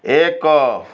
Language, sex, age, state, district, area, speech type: Odia, male, 60+, Odisha, Balasore, rural, read